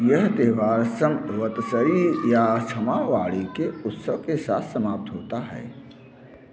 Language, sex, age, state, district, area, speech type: Hindi, male, 45-60, Uttar Pradesh, Bhadohi, urban, read